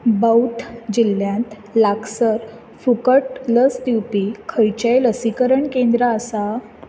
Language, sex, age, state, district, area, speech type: Goan Konkani, female, 18-30, Goa, Bardez, urban, read